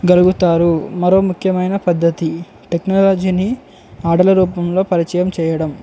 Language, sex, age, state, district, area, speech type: Telugu, male, 18-30, Telangana, Komaram Bheem, urban, spontaneous